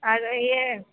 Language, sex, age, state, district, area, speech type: Bengali, female, 60+, West Bengal, Purba Bardhaman, rural, conversation